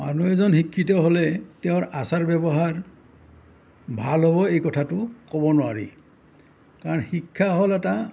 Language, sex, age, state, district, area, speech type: Assamese, male, 60+, Assam, Nalbari, rural, spontaneous